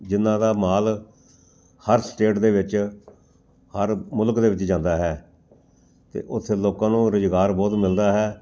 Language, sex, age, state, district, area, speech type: Punjabi, male, 60+, Punjab, Amritsar, urban, spontaneous